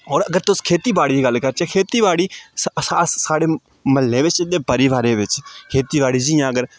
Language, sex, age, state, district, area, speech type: Dogri, male, 18-30, Jammu and Kashmir, Udhampur, rural, spontaneous